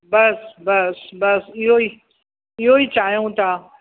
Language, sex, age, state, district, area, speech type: Sindhi, female, 60+, Uttar Pradesh, Lucknow, rural, conversation